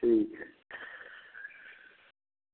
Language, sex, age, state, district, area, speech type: Hindi, male, 60+, Bihar, Madhepura, urban, conversation